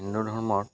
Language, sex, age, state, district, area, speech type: Assamese, male, 45-60, Assam, Goalpara, urban, spontaneous